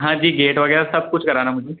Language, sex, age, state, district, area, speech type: Hindi, male, 18-30, Madhya Pradesh, Ujjain, urban, conversation